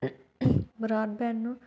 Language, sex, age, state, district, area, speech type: Telugu, female, 30-45, Telangana, Warangal, urban, spontaneous